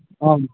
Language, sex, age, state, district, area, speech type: Telugu, male, 30-45, Telangana, Hyderabad, rural, conversation